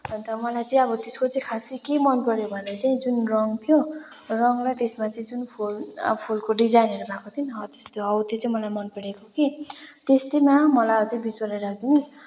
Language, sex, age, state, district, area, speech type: Nepali, female, 18-30, West Bengal, Kalimpong, rural, spontaneous